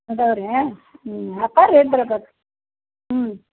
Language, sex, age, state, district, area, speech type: Kannada, female, 30-45, Karnataka, Gadag, rural, conversation